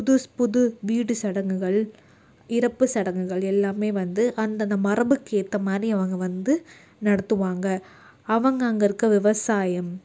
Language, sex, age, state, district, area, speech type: Tamil, female, 60+, Tamil Nadu, Cuddalore, urban, spontaneous